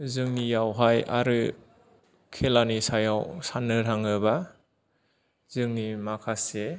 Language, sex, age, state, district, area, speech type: Bodo, male, 30-45, Assam, Kokrajhar, rural, spontaneous